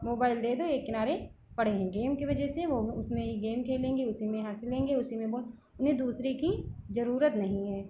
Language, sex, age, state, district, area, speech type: Hindi, female, 30-45, Uttar Pradesh, Lucknow, rural, spontaneous